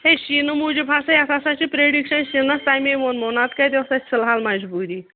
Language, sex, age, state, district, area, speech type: Kashmiri, female, 18-30, Jammu and Kashmir, Anantnag, rural, conversation